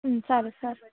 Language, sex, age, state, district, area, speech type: Telugu, female, 18-30, Telangana, Vikarabad, urban, conversation